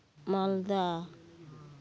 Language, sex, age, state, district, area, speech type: Santali, female, 45-60, West Bengal, Bankura, rural, spontaneous